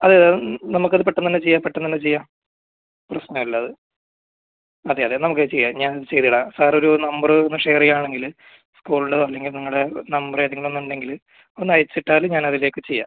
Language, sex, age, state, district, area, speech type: Malayalam, male, 18-30, Kerala, Kasaragod, rural, conversation